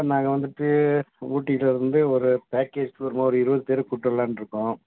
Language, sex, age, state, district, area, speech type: Tamil, male, 60+, Tamil Nadu, Nilgiris, rural, conversation